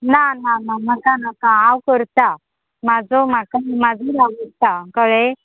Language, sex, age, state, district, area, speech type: Goan Konkani, female, 45-60, Goa, Murmgao, rural, conversation